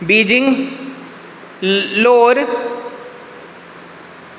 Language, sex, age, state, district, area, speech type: Dogri, male, 18-30, Jammu and Kashmir, Reasi, rural, spontaneous